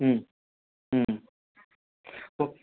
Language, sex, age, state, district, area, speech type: Tamil, male, 60+, Tamil Nadu, Ariyalur, rural, conversation